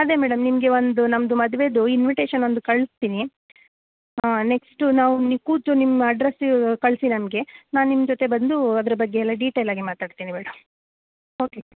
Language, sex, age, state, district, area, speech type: Kannada, female, 30-45, Karnataka, Mandya, rural, conversation